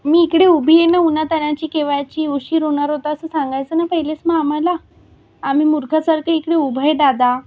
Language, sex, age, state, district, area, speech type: Marathi, female, 18-30, Maharashtra, Buldhana, rural, spontaneous